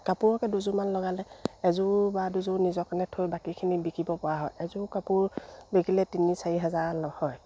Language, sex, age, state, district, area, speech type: Assamese, female, 45-60, Assam, Dibrugarh, rural, spontaneous